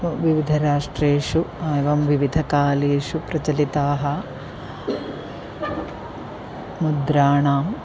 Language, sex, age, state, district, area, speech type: Sanskrit, female, 45-60, Kerala, Ernakulam, urban, spontaneous